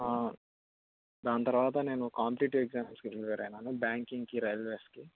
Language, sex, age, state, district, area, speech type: Telugu, male, 30-45, Andhra Pradesh, Anantapur, urban, conversation